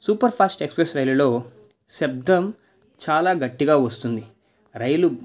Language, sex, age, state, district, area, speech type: Telugu, male, 18-30, Andhra Pradesh, Nellore, urban, spontaneous